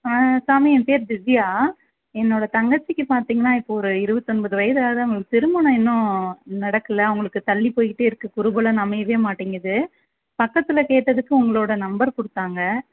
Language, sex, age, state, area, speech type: Tamil, female, 30-45, Tamil Nadu, rural, conversation